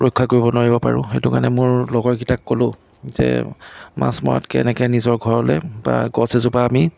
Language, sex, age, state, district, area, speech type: Assamese, male, 30-45, Assam, Biswanath, rural, spontaneous